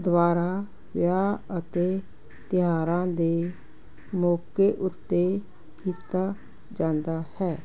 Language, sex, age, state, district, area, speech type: Punjabi, female, 60+, Punjab, Jalandhar, urban, spontaneous